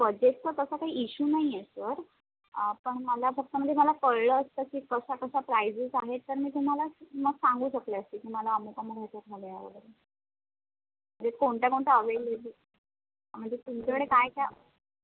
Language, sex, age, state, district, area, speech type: Marathi, female, 18-30, Maharashtra, Sindhudurg, rural, conversation